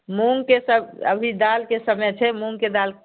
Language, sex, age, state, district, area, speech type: Maithili, female, 45-60, Bihar, Madhepura, rural, conversation